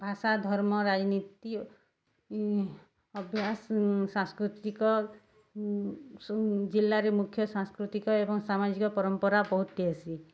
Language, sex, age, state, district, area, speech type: Odia, female, 30-45, Odisha, Bargarh, rural, spontaneous